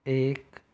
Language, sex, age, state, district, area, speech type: Hindi, male, 45-60, Rajasthan, Jodhpur, urban, read